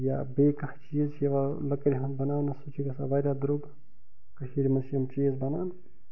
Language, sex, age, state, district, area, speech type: Kashmiri, male, 30-45, Jammu and Kashmir, Bandipora, rural, spontaneous